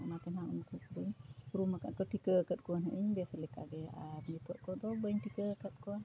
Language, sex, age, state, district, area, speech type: Santali, female, 45-60, Jharkhand, Bokaro, rural, spontaneous